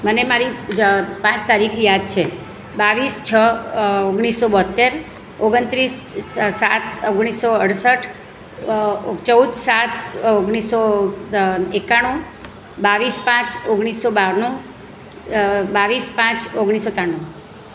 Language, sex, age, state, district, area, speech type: Gujarati, female, 45-60, Gujarat, Surat, rural, spontaneous